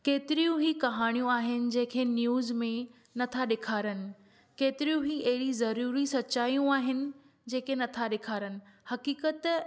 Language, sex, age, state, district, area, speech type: Sindhi, female, 18-30, Maharashtra, Thane, urban, spontaneous